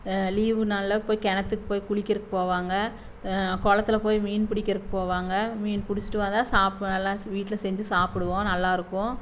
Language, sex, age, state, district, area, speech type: Tamil, female, 45-60, Tamil Nadu, Coimbatore, rural, spontaneous